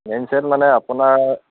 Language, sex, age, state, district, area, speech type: Assamese, male, 30-45, Assam, Charaideo, urban, conversation